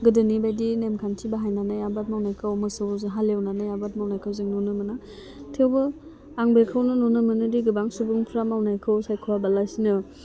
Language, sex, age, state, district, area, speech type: Bodo, female, 18-30, Assam, Udalguri, urban, spontaneous